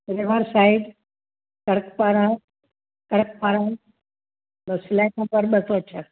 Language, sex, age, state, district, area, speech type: Sindhi, female, 60+, Maharashtra, Thane, urban, conversation